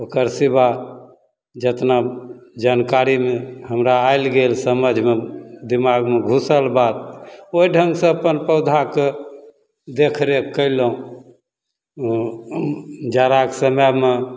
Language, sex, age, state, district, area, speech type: Maithili, male, 60+, Bihar, Begusarai, urban, spontaneous